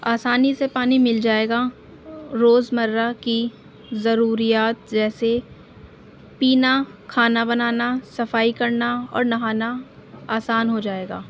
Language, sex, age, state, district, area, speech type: Urdu, female, 18-30, Delhi, North East Delhi, urban, spontaneous